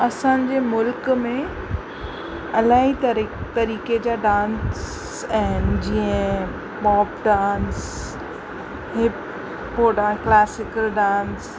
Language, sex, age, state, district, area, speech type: Sindhi, female, 45-60, Uttar Pradesh, Lucknow, urban, spontaneous